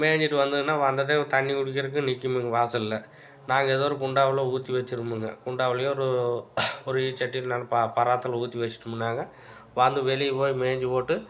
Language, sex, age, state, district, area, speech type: Tamil, male, 45-60, Tamil Nadu, Tiruppur, urban, spontaneous